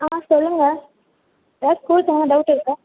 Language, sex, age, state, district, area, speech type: Tamil, female, 18-30, Tamil Nadu, Mayiladuthurai, urban, conversation